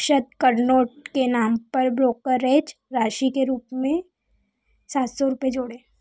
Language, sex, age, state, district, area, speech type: Hindi, female, 18-30, Madhya Pradesh, Ujjain, urban, read